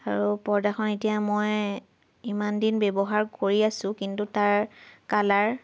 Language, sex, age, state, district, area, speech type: Assamese, female, 18-30, Assam, Lakhimpur, urban, spontaneous